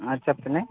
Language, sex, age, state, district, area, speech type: Telugu, male, 18-30, Andhra Pradesh, West Godavari, rural, conversation